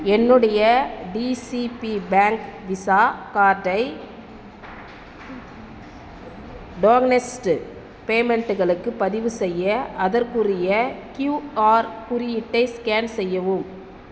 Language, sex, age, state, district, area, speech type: Tamil, female, 30-45, Tamil Nadu, Tiruvannamalai, urban, read